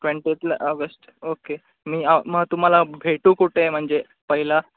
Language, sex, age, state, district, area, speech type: Marathi, male, 18-30, Maharashtra, Ratnagiri, rural, conversation